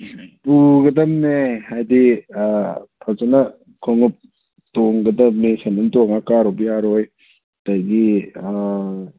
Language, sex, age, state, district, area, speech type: Manipuri, male, 30-45, Manipur, Thoubal, rural, conversation